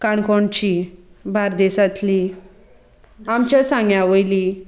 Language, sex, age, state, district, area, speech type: Goan Konkani, female, 30-45, Goa, Sanguem, rural, spontaneous